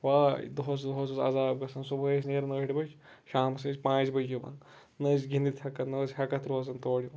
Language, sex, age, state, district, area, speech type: Kashmiri, male, 30-45, Jammu and Kashmir, Shopian, rural, spontaneous